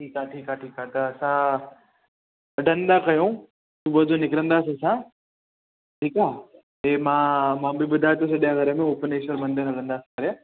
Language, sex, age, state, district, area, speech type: Sindhi, male, 18-30, Maharashtra, Thane, urban, conversation